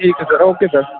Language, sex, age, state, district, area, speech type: Punjabi, male, 30-45, Punjab, Barnala, rural, conversation